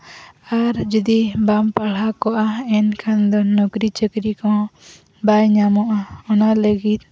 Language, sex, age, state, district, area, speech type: Santali, female, 18-30, Jharkhand, East Singhbhum, rural, spontaneous